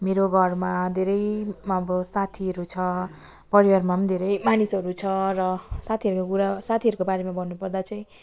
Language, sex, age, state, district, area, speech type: Nepali, female, 18-30, West Bengal, Darjeeling, rural, spontaneous